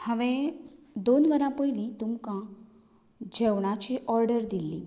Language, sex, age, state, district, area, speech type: Goan Konkani, female, 30-45, Goa, Canacona, rural, spontaneous